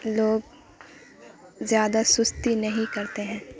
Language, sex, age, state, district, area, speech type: Urdu, female, 18-30, Bihar, Supaul, rural, spontaneous